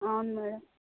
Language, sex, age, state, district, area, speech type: Telugu, female, 30-45, Andhra Pradesh, Visakhapatnam, urban, conversation